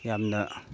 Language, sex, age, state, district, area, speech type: Manipuri, male, 45-60, Manipur, Chandel, rural, spontaneous